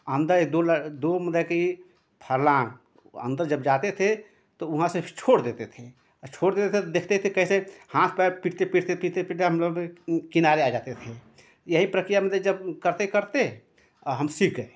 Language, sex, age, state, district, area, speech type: Hindi, male, 60+, Uttar Pradesh, Ghazipur, rural, spontaneous